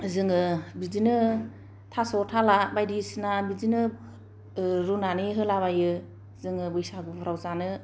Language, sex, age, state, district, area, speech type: Bodo, female, 45-60, Assam, Kokrajhar, urban, spontaneous